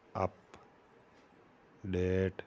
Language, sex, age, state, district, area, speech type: Punjabi, male, 45-60, Punjab, Fazilka, rural, spontaneous